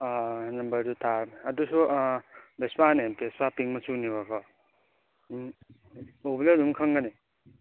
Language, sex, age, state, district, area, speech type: Manipuri, male, 18-30, Manipur, Churachandpur, rural, conversation